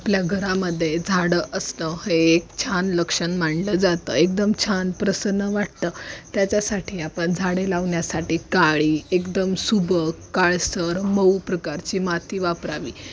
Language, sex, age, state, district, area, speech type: Marathi, female, 18-30, Maharashtra, Osmanabad, rural, spontaneous